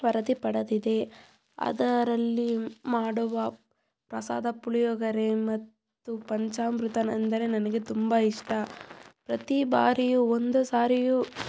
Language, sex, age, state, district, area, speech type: Kannada, female, 18-30, Karnataka, Tumkur, rural, spontaneous